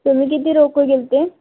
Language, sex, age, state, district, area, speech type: Marathi, female, 18-30, Maharashtra, Wardha, rural, conversation